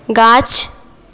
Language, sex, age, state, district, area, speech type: Maithili, female, 18-30, Bihar, Darbhanga, rural, read